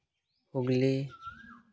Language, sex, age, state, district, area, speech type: Santali, male, 18-30, West Bengal, Malda, rural, spontaneous